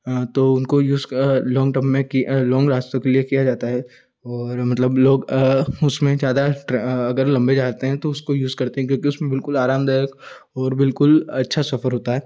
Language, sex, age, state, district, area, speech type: Hindi, male, 18-30, Madhya Pradesh, Ujjain, urban, spontaneous